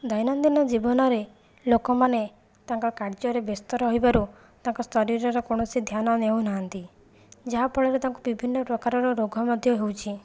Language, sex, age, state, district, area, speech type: Odia, female, 45-60, Odisha, Jajpur, rural, spontaneous